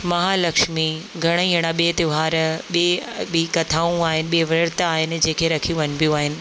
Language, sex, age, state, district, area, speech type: Sindhi, female, 30-45, Rajasthan, Ajmer, urban, spontaneous